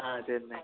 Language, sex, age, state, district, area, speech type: Tamil, male, 18-30, Tamil Nadu, Pudukkottai, rural, conversation